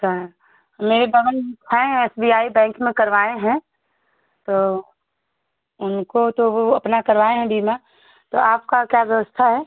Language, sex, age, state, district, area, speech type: Hindi, female, 30-45, Uttar Pradesh, Chandauli, rural, conversation